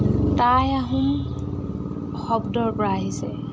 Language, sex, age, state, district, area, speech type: Assamese, female, 45-60, Assam, Charaideo, rural, spontaneous